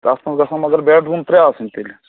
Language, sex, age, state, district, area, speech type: Kashmiri, male, 30-45, Jammu and Kashmir, Srinagar, urban, conversation